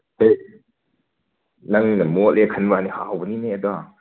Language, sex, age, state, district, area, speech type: Manipuri, male, 45-60, Manipur, Imphal West, urban, conversation